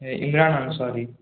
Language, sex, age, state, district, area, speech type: Bengali, male, 30-45, West Bengal, Purulia, urban, conversation